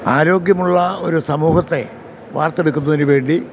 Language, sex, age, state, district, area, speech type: Malayalam, male, 60+, Kerala, Kottayam, rural, spontaneous